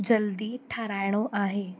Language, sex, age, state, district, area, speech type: Sindhi, female, 18-30, Rajasthan, Ajmer, urban, spontaneous